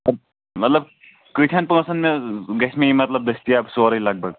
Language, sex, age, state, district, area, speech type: Kashmiri, male, 18-30, Jammu and Kashmir, Kulgam, rural, conversation